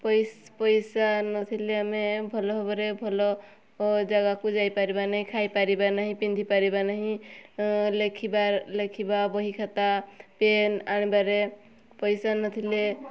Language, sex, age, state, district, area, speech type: Odia, female, 18-30, Odisha, Mayurbhanj, rural, spontaneous